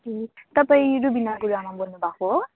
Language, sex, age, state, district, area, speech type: Nepali, female, 18-30, West Bengal, Darjeeling, rural, conversation